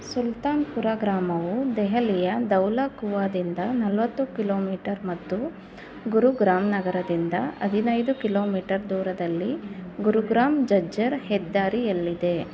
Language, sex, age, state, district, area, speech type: Kannada, female, 18-30, Karnataka, Chamarajanagar, rural, read